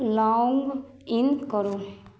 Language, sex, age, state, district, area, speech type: Maithili, female, 18-30, Bihar, Madhubani, rural, read